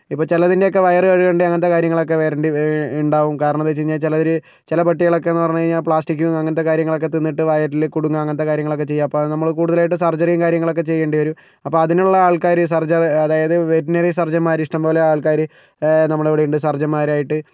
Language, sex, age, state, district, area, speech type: Malayalam, male, 45-60, Kerala, Kozhikode, urban, spontaneous